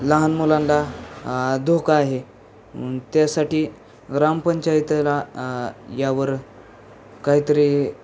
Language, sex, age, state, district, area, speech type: Marathi, male, 18-30, Maharashtra, Osmanabad, rural, spontaneous